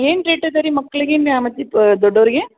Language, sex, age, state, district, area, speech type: Kannada, female, 45-60, Karnataka, Dharwad, rural, conversation